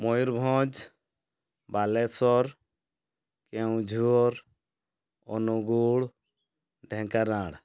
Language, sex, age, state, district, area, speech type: Odia, male, 60+, Odisha, Mayurbhanj, rural, spontaneous